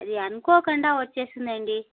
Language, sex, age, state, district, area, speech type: Telugu, female, 45-60, Andhra Pradesh, Annamaya, rural, conversation